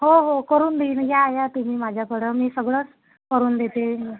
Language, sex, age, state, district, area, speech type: Marathi, female, 45-60, Maharashtra, Wardha, rural, conversation